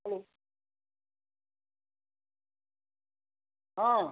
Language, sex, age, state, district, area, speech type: Hindi, male, 30-45, Uttar Pradesh, Chandauli, rural, conversation